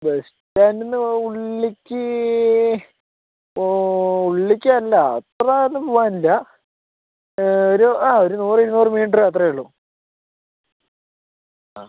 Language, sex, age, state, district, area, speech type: Malayalam, male, 30-45, Kerala, Palakkad, rural, conversation